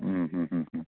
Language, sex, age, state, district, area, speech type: Malayalam, male, 45-60, Kerala, Idukki, rural, conversation